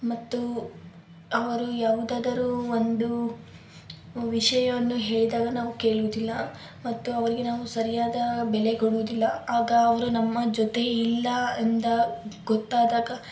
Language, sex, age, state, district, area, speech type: Kannada, female, 18-30, Karnataka, Davanagere, rural, spontaneous